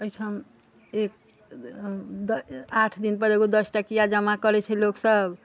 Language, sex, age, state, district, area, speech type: Maithili, female, 60+, Bihar, Sitamarhi, rural, spontaneous